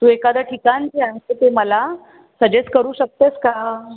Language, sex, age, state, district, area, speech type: Marathi, female, 30-45, Maharashtra, Thane, urban, conversation